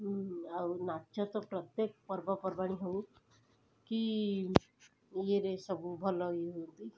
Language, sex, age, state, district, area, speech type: Odia, female, 30-45, Odisha, Cuttack, urban, spontaneous